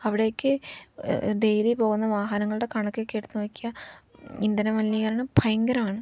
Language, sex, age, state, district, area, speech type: Malayalam, female, 18-30, Kerala, Palakkad, rural, spontaneous